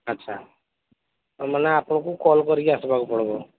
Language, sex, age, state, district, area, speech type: Odia, male, 45-60, Odisha, Sambalpur, rural, conversation